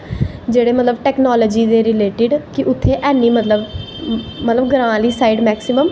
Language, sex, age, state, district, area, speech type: Dogri, female, 18-30, Jammu and Kashmir, Jammu, urban, spontaneous